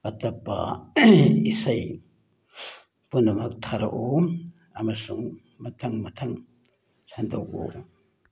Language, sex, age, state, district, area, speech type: Manipuri, male, 60+, Manipur, Churachandpur, urban, read